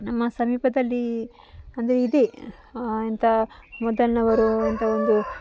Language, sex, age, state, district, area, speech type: Kannada, female, 45-60, Karnataka, Dakshina Kannada, rural, spontaneous